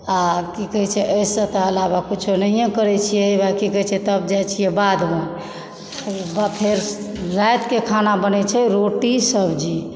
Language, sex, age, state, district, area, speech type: Maithili, female, 60+, Bihar, Supaul, rural, spontaneous